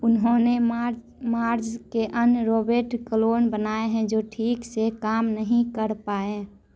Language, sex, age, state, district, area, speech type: Hindi, female, 18-30, Bihar, Muzaffarpur, rural, read